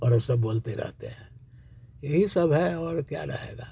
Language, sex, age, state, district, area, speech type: Hindi, male, 60+, Bihar, Muzaffarpur, rural, spontaneous